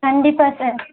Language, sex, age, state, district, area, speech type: Tamil, female, 18-30, Tamil Nadu, Tirupattur, rural, conversation